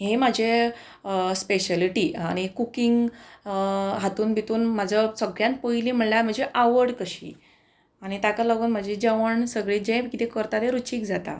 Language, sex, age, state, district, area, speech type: Goan Konkani, female, 30-45, Goa, Quepem, rural, spontaneous